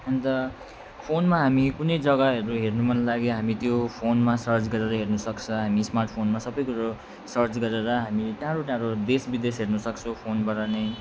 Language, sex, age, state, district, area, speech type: Nepali, male, 45-60, West Bengal, Alipurduar, urban, spontaneous